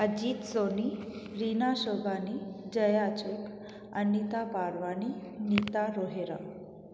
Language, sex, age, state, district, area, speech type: Sindhi, female, 18-30, Gujarat, Junagadh, rural, spontaneous